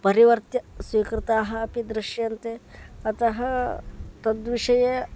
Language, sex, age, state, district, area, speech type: Sanskrit, male, 18-30, Karnataka, Uttara Kannada, rural, spontaneous